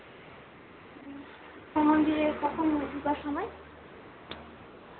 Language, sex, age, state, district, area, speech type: Bengali, female, 18-30, West Bengal, Malda, urban, conversation